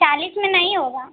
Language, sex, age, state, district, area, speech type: Hindi, female, 30-45, Uttar Pradesh, Mirzapur, rural, conversation